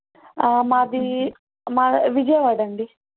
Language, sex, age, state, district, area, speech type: Telugu, female, 30-45, Andhra Pradesh, East Godavari, rural, conversation